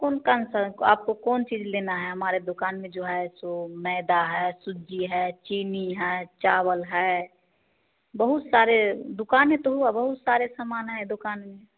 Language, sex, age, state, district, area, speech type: Hindi, female, 30-45, Bihar, Samastipur, rural, conversation